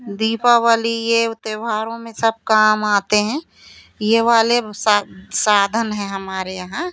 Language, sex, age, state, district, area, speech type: Hindi, female, 45-60, Madhya Pradesh, Seoni, urban, spontaneous